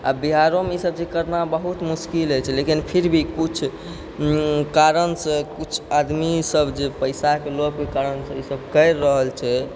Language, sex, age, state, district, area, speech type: Maithili, female, 30-45, Bihar, Purnia, urban, spontaneous